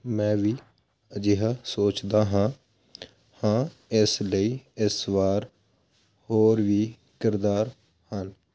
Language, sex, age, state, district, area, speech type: Punjabi, male, 18-30, Punjab, Hoshiarpur, rural, read